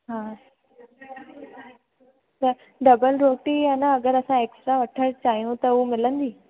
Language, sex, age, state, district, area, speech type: Sindhi, female, 18-30, Rajasthan, Ajmer, urban, conversation